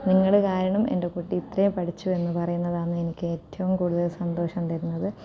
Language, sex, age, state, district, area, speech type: Malayalam, female, 30-45, Kerala, Kasaragod, rural, spontaneous